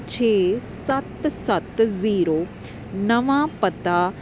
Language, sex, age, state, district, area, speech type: Punjabi, female, 30-45, Punjab, Kapurthala, urban, read